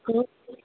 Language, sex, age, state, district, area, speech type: Gujarati, male, 60+, Gujarat, Aravalli, urban, conversation